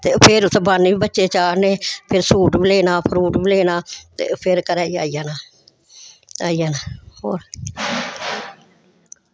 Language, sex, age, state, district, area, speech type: Dogri, female, 60+, Jammu and Kashmir, Samba, urban, spontaneous